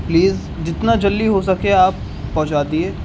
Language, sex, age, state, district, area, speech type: Urdu, male, 18-30, Uttar Pradesh, Rampur, urban, spontaneous